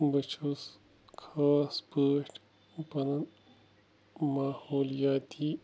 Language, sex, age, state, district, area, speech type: Kashmiri, male, 18-30, Jammu and Kashmir, Bandipora, rural, read